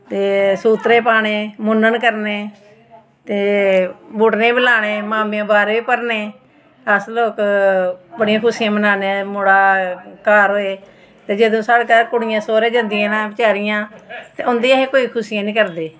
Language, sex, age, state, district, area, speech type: Dogri, female, 45-60, Jammu and Kashmir, Samba, urban, spontaneous